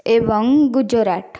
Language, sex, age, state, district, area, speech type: Odia, female, 18-30, Odisha, Kendrapara, urban, spontaneous